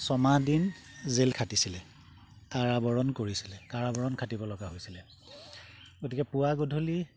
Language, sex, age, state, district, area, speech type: Assamese, male, 60+, Assam, Golaghat, urban, spontaneous